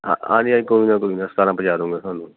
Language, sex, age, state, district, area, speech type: Punjabi, male, 30-45, Punjab, Mohali, urban, conversation